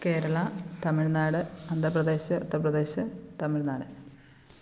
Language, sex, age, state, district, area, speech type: Malayalam, female, 30-45, Kerala, Alappuzha, rural, spontaneous